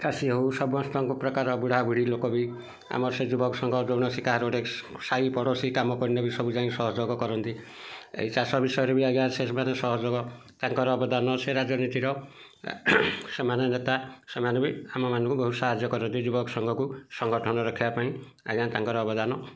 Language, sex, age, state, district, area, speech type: Odia, male, 45-60, Odisha, Kendujhar, urban, spontaneous